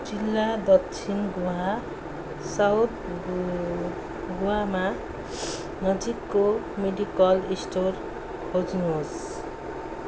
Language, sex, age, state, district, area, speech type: Nepali, female, 45-60, West Bengal, Darjeeling, rural, read